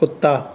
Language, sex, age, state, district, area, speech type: Punjabi, male, 45-60, Punjab, Rupnagar, rural, read